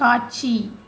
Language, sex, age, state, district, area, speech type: Tamil, female, 18-30, Tamil Nadu, Tiruvarur, urban, read